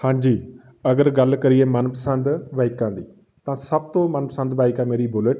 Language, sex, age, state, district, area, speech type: Punjabi, male, 30-45, Punjab, Fatehgarh Sahib, rural, spontaneous